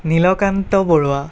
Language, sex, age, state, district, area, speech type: Assamese, male, 18-30, Assam, Nagaon, rural, spontaneous